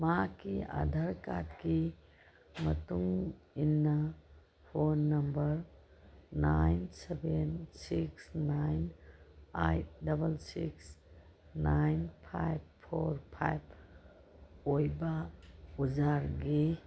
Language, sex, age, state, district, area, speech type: Manipuri, female, 45-60, Manipur, Kangpokpi, urban, read